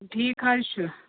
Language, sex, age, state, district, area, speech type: Kashmiri, female, 30-45, Jammu and Kashmir, Anantnag, rural, conversation